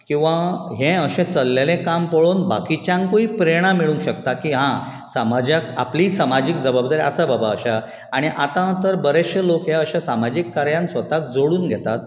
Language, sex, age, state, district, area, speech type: Goan Konkani, male, 45-60, Goa, Bardez, urban, spontaneous